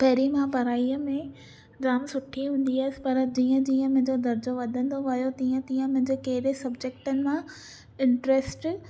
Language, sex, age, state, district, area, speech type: Sindhi, female, 18-30, Maharashtra, Thane, urban, spontaneous